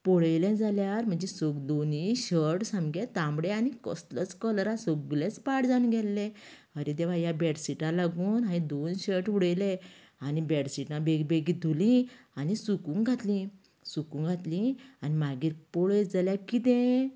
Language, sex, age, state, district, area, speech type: Goan Konkani, female, 45-60, Goa, Canacona, rural, spontaneous